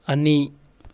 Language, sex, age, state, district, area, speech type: Manipuri, male, 18-30, Manipur, Tengnoupal, rural, read